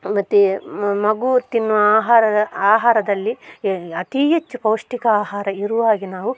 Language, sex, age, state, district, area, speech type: Kannada, female, 30-45, Karnataka, Dakshina Kannada, rural, spontaneous